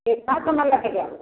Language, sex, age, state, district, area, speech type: Hindi, female, 60+, Uttar Pradesh, Varanasi, rural, conversation